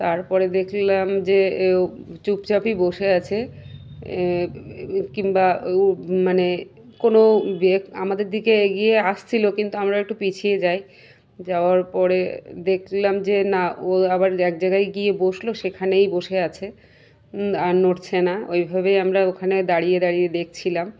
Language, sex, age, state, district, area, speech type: Bengali, female, 30-45, West Bengal, Birbhum, urban, spontaneous